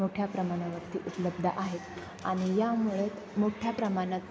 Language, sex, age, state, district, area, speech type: Marathi, female, 18-30, Maharashtra, Nashik, rural, spontaneous